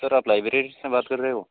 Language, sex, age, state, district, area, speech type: Hindi, male, 18-30, Rajasthan, Nagaur, rural, conversation